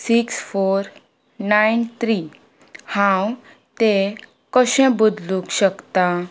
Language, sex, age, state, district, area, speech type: Goan Konkani, female, 18-30, Goa, Ponda, rural, read